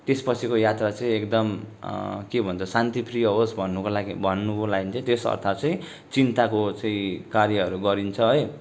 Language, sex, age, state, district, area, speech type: Nepali, male, 18-30, West Bengal, Darjeeling, rural, spontaneous